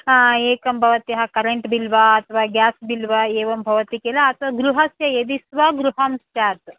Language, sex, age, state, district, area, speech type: Sanskrit, female, 30-45, Karnataka, Bangalore Urban, urban, conversation